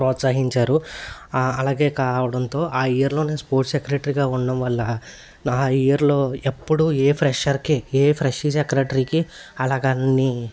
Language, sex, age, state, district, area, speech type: Telugu, male, 30-45, Andhra Pradesh, Eluru, rural, spontaneous